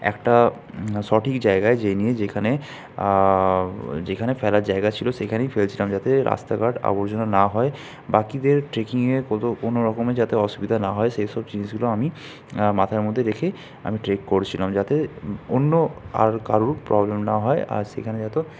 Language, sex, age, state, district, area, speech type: Bengali, male, 60+, West Bengal, Purulia, urban, spontaneous